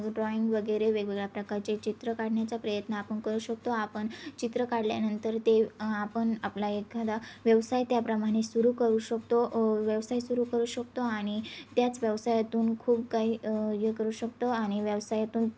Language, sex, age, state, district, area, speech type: Marathi, female, 18-30, Maharashtra, Ahmednagar, rural, spontaneous